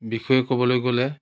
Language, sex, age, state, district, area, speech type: Assamese, male, 60+, Assam, Biswanath, rural, spontaneous